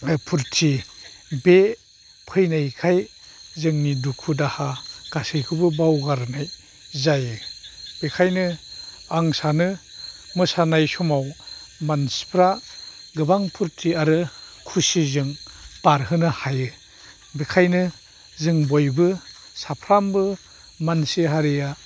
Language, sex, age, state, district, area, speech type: Bodo, male, 45-60, Assam, Chirang, rural, spontaneous